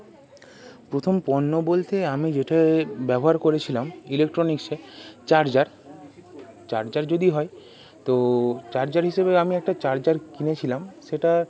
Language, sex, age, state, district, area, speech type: Bengali, male, 18-30, West Bengal, North 24 Parganas, urban, spontaneous